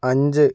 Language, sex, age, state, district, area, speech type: Malayalam, male, 18-30, Kerala, Kozhikode, urban, read